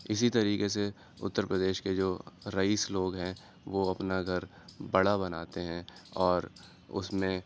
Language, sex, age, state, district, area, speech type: Urdu, male, 30-45, Uttar Pradesh, Aligarh, urban, spontaneous